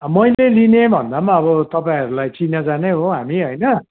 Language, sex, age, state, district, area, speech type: Nepali, male, 60+, West Bengal, Kalimpong, rural, conversation